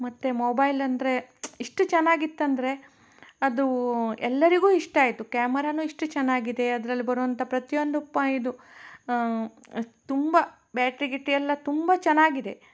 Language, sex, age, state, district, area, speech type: Kannada, female, 30-45, Karnataka, Shimoga, rural, spontaneous